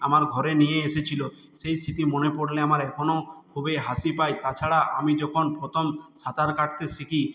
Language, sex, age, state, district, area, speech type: Bengali, male, 60+, West Bengal, Purulia, rural, spontaneous